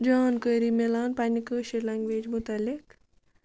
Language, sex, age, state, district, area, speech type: Kashmiri, female, 45-60, Jammu and Kashmir, Ganderbal, rural, spontaneous